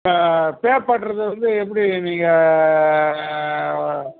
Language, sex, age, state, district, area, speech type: Tamil, male, 60+, Tamil Nadu, Cuddalore, rural, conversation